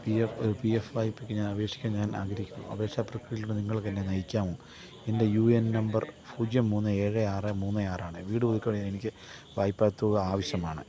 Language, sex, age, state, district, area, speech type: Malayalam, male, 45-60, Kerala, Kottayam, urban, read